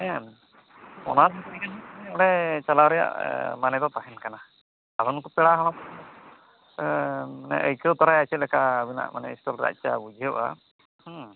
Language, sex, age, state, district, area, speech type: Santali, male, 45-60, Odisha, Mayurbhanj, rural, conversation